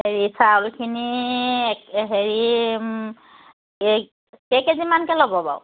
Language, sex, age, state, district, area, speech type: Assamese, female, 30-45, Assam, Charaideo, rural, conversation